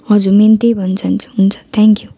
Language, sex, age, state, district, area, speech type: Nepali, female, 30-45, West Bengal, Darjeeling, rural, spontaneous